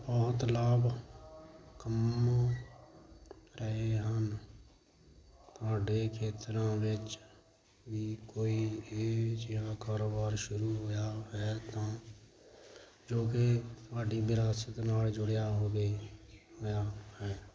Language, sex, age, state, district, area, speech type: Punjabi, male, 45-60, Punjab, Hoshiarpur, rural, spontaneous